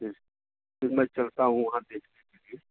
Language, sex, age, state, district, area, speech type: Hindi, male, 45-60, Uttar Pradesh, Jaunpur, rural, conversation